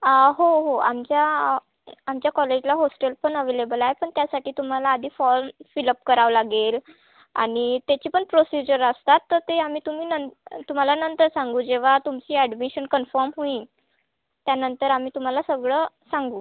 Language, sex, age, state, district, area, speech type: Marathi, female, 18-30, Maharashtra, Wardha, urban, conversation